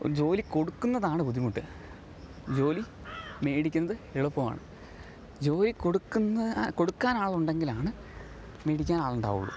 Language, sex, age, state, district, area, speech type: Malayalam, male, 18-30, Kerala, Pathanamthitta, rural, spontaneous